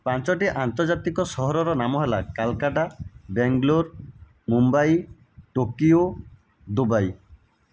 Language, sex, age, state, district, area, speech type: Odia, male, 45-60, Odisha, Jajpur, rural, spontaneous